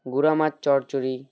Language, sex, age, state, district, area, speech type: Bengali, male, 18-30, West Bengal, Alipurduar, rural, spontaneous